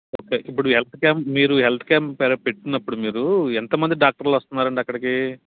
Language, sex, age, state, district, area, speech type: Telugu, male, 45-60, Andhra Pradesh, Nellore, urban, conversation